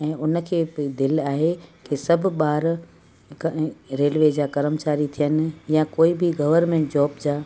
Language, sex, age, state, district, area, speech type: Sindhi, female, 45-60, Gujarat, Kutch, urban, spontaneous